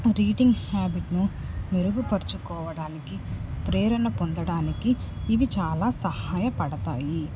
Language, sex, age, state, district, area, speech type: Telugu, female, 18-30, Andhra Pradesh, Nellore, rural, spontaneous